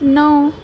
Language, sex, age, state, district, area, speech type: Urdu, female, 18-30, Uttar Pradesh, Mau, urban, read